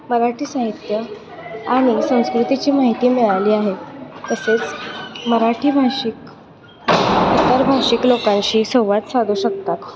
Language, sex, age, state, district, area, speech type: Marathi, female, 18-30, Maharashtra, Kolhapur, urban, spontaneous